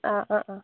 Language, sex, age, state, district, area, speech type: Malayalam, female, 18-30, Kerala, Palakkad, rural, conversation